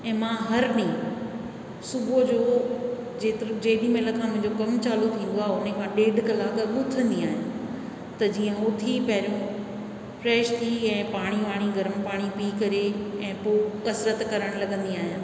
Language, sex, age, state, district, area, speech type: Sindhi, female, 60+, Rajasthan, Ajmer, urban, spontaneous